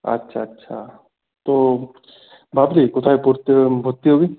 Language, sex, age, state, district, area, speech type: Bengali, male, 18-30, West Bengal, Purulia, urban, conversation